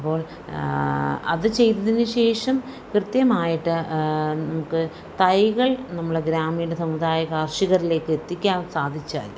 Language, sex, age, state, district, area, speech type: Malayalam, female, 45-60, Kerala, Palakkad, rural, spontaneous